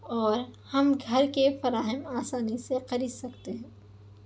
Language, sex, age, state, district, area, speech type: Urdu, female, 18-30, Telangana, Hyderabad, urban, spontaneous